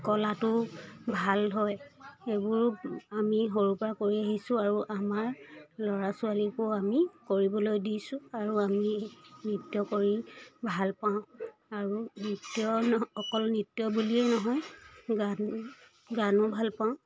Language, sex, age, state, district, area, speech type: Assamese, female, 30-45, Assam, Charaideo, rural, spontaneous